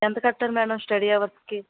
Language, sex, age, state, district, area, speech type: Telugu, female, 60+, Andhra Pradesh, Vizianagaram, rural, conversation